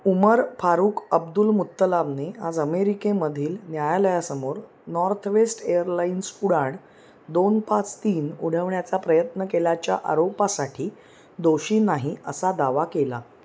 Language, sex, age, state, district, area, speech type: Marathi, female, 30-45, Maharashtra, Mumbai Suburban, urban, read